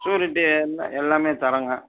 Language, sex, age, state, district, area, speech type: Tamil, male, 60+, Tamil Nadu, Dharmapuri, rural, conversation